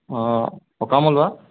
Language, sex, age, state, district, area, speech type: Assamese, male, 18-30, Assam, Golaghat, urban, conversation